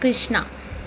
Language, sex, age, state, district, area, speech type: Kannada, female, 18-30, Karnataka, Tumkur, rural, spontaneous